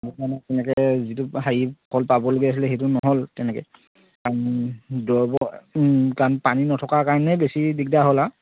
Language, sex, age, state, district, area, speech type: Assamese, male, 30-45, Assam, Charaideo, rural, conversation